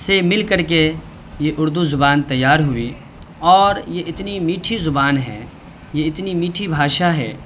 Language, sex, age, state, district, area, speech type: Urdu, male, 30-45, Bihar, Saharsa, urban, spontaneous